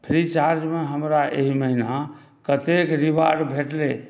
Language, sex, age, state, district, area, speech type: Maithili, male, 60+, Bihar, Saharsa, urban, read